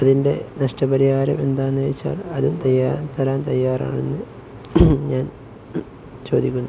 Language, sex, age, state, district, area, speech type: Malayalam, male, 18-30, Kerala, Kozhikode, rural, spontaneous